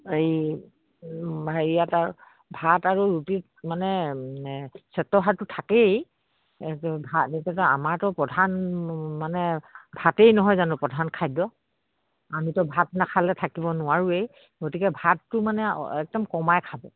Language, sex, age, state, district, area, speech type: Assamese, female, 60+, Assam, Dibrugarh, rural, conversation